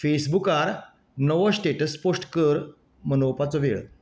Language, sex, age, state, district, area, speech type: Goan Konkani, male, 60+, Goa, Canacona, rural, read